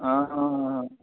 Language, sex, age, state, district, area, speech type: Assamese, male, 18-30, Assam, Udalguri, rural, conversation